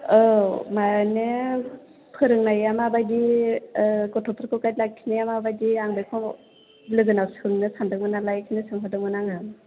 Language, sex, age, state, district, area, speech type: Bodo, female, 30-45, Assam, Chirang, urban, conversation